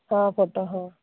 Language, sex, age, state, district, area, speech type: Odia, female, 45-60, Odisha, Sundergarh, urban, conversation